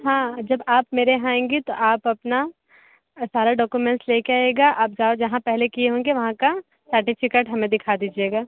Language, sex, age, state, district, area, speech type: Hindi, female, 45-60, Uttar Pradesh, Sonbhadra, rural, conversation